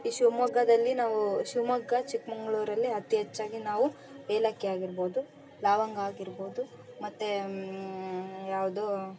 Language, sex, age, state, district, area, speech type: Kannada, female, 30-45, Karnataka, Vijayanagara, rural, spontaneous